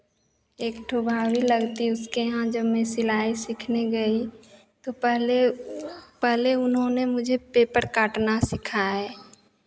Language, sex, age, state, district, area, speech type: Hindi, female, 30-45, Bihar, Begusarai, urban, spontaneous